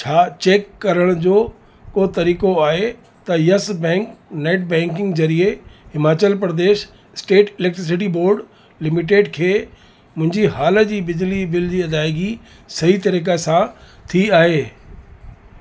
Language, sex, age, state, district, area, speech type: Sindhi, male, 60+, Uttar Pradesh, Lucknow, urban, read